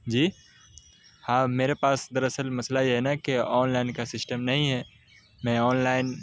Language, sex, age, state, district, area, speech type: Urdu, male, 18-30, Delhi, North West Delhi, urban, spontaneous